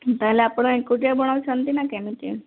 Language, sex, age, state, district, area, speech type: Odia, female, 30-45, Odisha, Sundergarh, urban, conversation